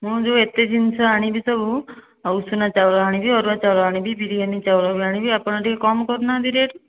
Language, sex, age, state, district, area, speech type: Odia, female, 60+, Odisha, Dhenkanal, rural, conversation